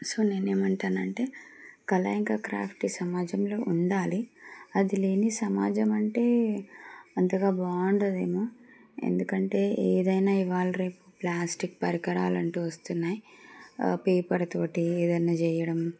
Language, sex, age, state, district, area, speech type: Telugu, female, 30-45, Telangana, Medchal, urban, spontaneous